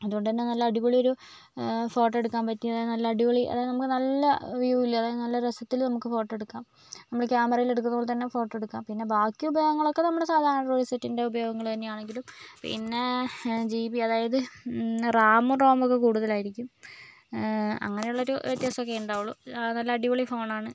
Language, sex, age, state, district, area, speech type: Malayalam, female, 30-45, Kerala, Kozhikode, urban, spontaneous